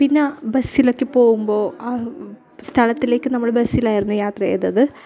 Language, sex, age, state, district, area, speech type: Malayalam, female, 30-45, Kerala, Kasaragod, rural, spontaneous